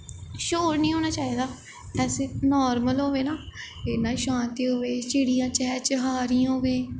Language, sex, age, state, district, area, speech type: Dogri, female, 18-30, Jammu and Kashmir, Jammu, urban, spontaneous